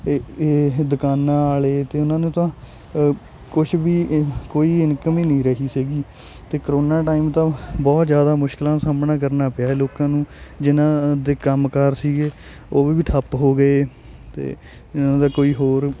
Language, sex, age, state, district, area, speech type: Punjabi, male, 18-30, Punjab, Hoshiarpur, rural, spontaneous